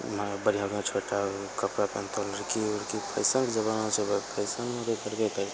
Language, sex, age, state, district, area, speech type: Maithili, male, 30-45, Bihar, Begusarai, urban, spontaneous